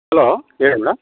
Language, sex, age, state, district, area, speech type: Kannada, male, 45-60, Karnataka, Chikkaballapur, urban, conversation